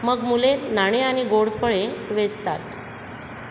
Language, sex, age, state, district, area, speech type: Marathi, female, 45-60, Maharashtra, Mumbai Suburban, urban, read